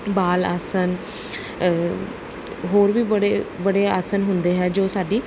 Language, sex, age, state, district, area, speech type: Punjabi, female, 30-45, Punjab, Bathinda, urban, spontaneous